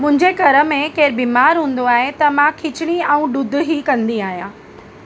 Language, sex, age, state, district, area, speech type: Sindhi, female, 30-45, Maharashtra, Mumbai Suburban, urban, spontaneous